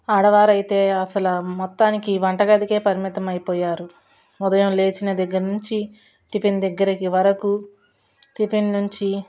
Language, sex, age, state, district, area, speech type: Telugu, female, 45-60, Andhra Pradesh, Guntur, rural, spontaneous